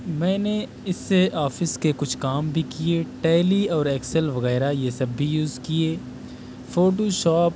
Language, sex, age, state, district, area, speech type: Urdu, male, 18-30, Delhi, South Delhi, urban, spontaneous